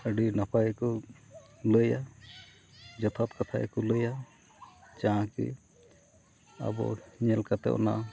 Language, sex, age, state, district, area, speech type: Santali, male, 45-60, Odisha, Mayurbhanj, rural, spontaneous